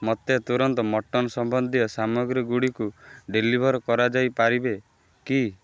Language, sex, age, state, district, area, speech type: Odia, male, 18-30, Odisha, Kendrapara, urban, read